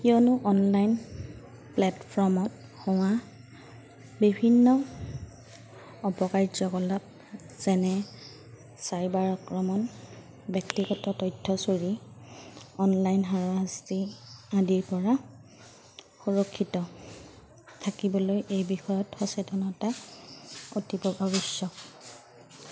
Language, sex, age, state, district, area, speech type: Assamese, female, 30-45, Assam, Goalpara, rural, spontaneous